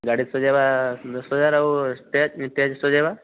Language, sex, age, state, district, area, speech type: Odia, male, 18-30, Odisha, Boudh, rural, conversation